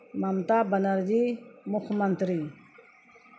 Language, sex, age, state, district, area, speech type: Urdu, female, 45-60, Bihar, Gaya, urban, spontaneous